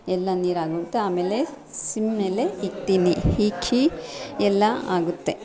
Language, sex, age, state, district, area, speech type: Kannada, female, 45-60, Karnataka, Bangalore Urban, urban, spontaneous